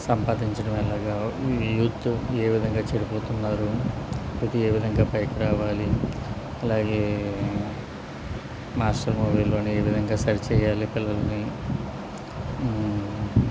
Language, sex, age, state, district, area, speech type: Telugu, male, 30-45, Andhra Pradesh, Anakapalli, rural, spontaneous